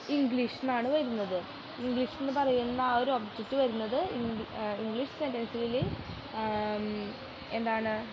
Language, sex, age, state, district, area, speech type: Malayalam, female, 18-30, Kerala, Ernakulam, rural, spontaneous